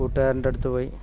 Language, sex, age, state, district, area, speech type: Malayalam, male, 45-60, Kerala, Kasaragod, rural, spontaneous